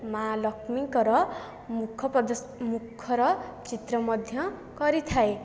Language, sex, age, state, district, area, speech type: Odia, female, 18-30, Odisha, Jajpur, rural, spontaneous